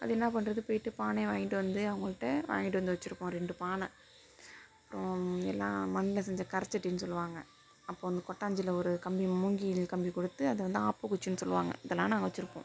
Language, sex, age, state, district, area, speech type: Tamil, female, 30-45, Tamil Nadu, Mayiladuthurai, rural, spontaneous